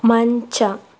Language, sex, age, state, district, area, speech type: Kannada, female, 18-30, Karnataka, Davanagere, rural, read